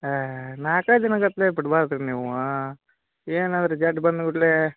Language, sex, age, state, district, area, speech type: Kannada, male, 30-45, Karnataka, Gadag, rural, conversation